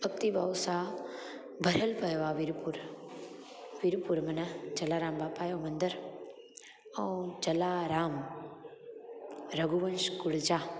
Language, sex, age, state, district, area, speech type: Sindhi, female, 30-45, Gujarat, Junagadh, urban, spontaneous